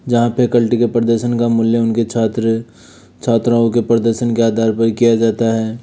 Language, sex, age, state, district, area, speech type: Hindi, male, 30-45, Rajasthan, Jaipur, urban, spontaneous